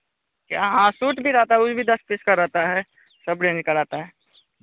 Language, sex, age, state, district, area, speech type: Hindi, male, 30-45, Bihar, Madhepura, rural, conversation